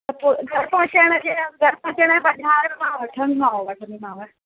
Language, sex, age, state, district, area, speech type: Sindhi, female, 18-30, Madhya Pradesh, Katni, urban, conversation